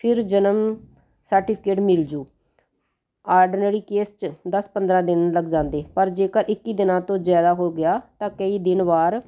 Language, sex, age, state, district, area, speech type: Punjabi, female, 45-60, Punjab, Ludhiana, urban, spontaneous